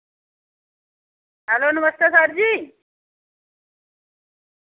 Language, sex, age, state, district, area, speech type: Dogri, female, 60+, Jammu and Kashmir, Reasi, rural, conversation